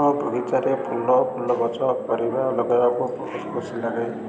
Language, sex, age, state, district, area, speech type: Odia, male, 45-60, Odisha, Ganjam, urban, spontaneous